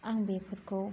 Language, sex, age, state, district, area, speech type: Bodo, female, 30-45, Assam, Kokrajhar, rural, spontaneous